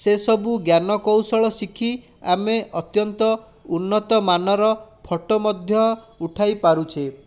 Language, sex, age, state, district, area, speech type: Odia, male, 30-45, Odisha, Bhadrak, rural, spontaneous